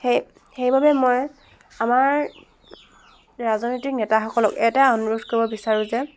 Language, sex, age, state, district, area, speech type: Assamese, female, 18-30, Assam, Dibrugarh, rural, spontaneous